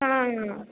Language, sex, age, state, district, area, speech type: Hindi, female, 18-30, Bihar, Begusarai, urban, conversation